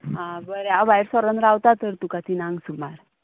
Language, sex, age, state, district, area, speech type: Goan Konkani, female, 18-30, Goa, Ponda, rural, conversation